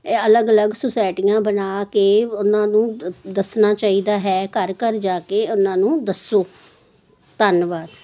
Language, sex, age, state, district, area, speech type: Punjabi, female, 60+, Punjab, Jalandhar, urban, spontaneous